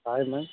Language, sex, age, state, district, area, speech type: Hindi, male, 45-60, Uttar Pradesh, Mirzapur, rural, conversation